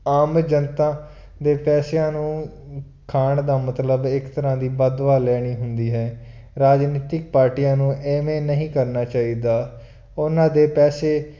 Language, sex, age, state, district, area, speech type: Punjabi, male, 18-30, Punjab, Fazilka, rural, spontaneous